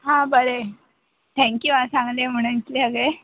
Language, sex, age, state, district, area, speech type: Goan Konkani, female, 18-30, Goa, Ponda, rural, conversation